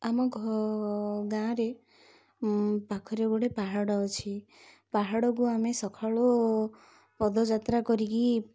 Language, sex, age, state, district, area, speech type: Odia, female, 30-45, Odisha, Ganjam, urban, spontaneous